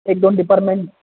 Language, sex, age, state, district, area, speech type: Marathi, male, 18-30, Maharashtra, Ahmednagar, rural, conversation